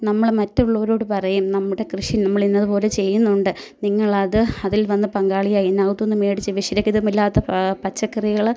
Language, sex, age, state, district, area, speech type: Malayalam, female, 30-45, Kerala, Kottayam, urban, spontaneous